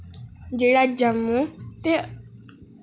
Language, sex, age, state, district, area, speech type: Dogri, female, 18-30, Jammu and Kashmir, Reasi, urban, spontaneous